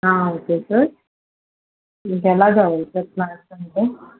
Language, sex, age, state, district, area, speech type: Telugu, female, 45-60, Andhra Pradesh, Bapatla, rural, conversation